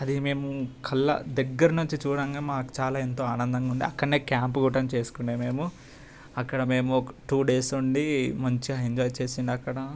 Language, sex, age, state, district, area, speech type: Telugu, male, 18-30, Telangana, Hyderabad, urban, spontaneous